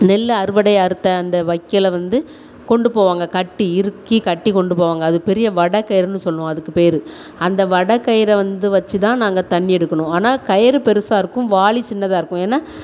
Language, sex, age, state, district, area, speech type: Tamil, female, 30-45, Tamil Nadu, Thoothukudi, urban, spontaneous